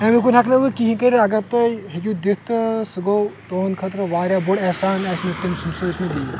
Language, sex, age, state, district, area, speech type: Kashmiri, male, 18-30, Jammu and Kashmir, Shopian, rural, spontaneous